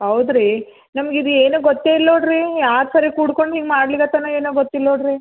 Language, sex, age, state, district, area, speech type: Kannada, female, 45-60, Karnataka, Gulbarga, urban, conversation